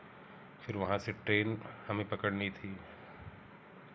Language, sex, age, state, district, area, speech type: Hindi, male, 45-60, Uttar Pradesh, Jaunpur, urban, spontaneous